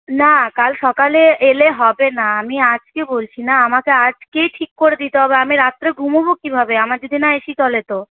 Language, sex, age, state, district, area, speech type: Bengali, female, 18-30, West Bengal, Paschim Bardhaman, rural, conversation